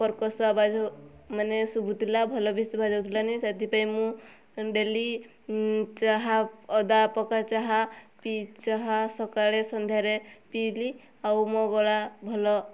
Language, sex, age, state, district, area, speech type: Odia, female, 18-30, Odisha, Mayurbhanj, rural, spontaneous